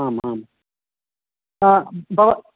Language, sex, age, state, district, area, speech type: Sanskrit, male, 45-60, Karnataka, Uttara Kannada, rural, conversation